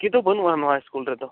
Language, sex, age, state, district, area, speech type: Santali, male, 18-30, West Bengal, Bankura, rural, conversation